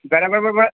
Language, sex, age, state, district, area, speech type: Kannada, male, 45-60, Karnataka, Belgaum, rural, conversation